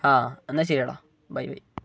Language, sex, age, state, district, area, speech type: Malayalam, male, 18-30, Kerala, Wayanad, rural, spontaneous